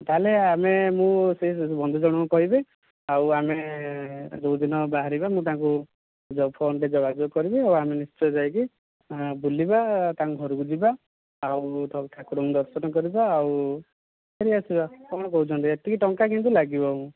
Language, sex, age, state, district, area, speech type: Odia, male, 30-45, Odisha, Kandhamal, rural, conversation